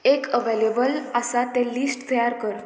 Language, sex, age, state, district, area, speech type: Goan Konkani, female, 18-30, Goa, Murmgao, urban, read